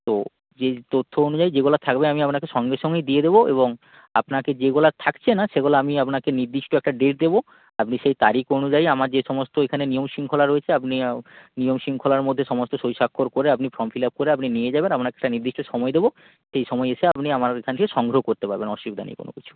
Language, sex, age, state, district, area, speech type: Bengali, male, 18-30, West Bengal, North 24 Parganas, rural, conversation